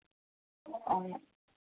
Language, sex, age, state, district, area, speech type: Malayalam, female, 30-45, Kerala, Thiruvananthapuram, rural, conversation